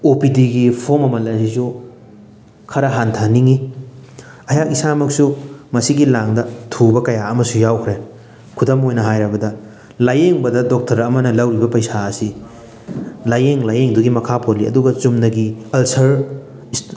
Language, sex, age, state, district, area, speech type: Manipuri, male, 30-45, Manipur, Thoubal, rural, spontaneous